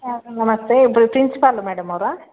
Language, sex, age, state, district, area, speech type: Kannada, female, 30-45, Karnataka, Bangalore Rural, urban, conversation